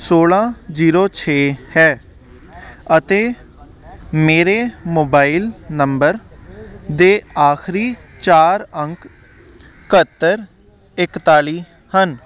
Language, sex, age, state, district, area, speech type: Punjabi, male, 18-30, Punjab, Hoshiarpur, urban, read